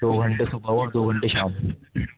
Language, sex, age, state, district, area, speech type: Urdu, male, 18-30, Delhi, North East Delhi, urban, conversation